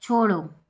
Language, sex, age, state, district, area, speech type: Hindi, female, 45-60, Madhya Pradesh, Jabalpur, urban, read